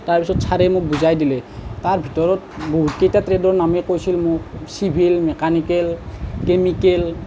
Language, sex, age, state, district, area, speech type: Assamese, male, 18-30, Assam, Nalbari, rural, spontaneous